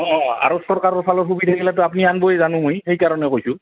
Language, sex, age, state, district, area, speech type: Assamese, male, 45-60, Assam, Goalpara, urban, conversation